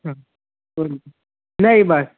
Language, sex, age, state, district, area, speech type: Urdu, male, 18-30, Maharashtra, Nashik, urban, conversation